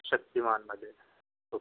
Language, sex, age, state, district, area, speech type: Marathi, male, 30-45, Maharashtra, Yavatmal, urban, conversation